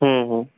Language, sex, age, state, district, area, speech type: Bengali, male, 18-30, West Bengal, Kolkata, urban, conversation